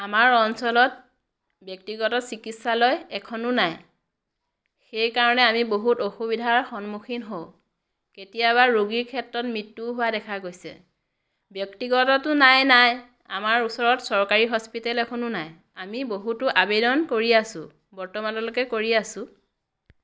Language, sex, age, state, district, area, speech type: Assamese, female, 30-45, Assam, Biswanath, rural, spontaneous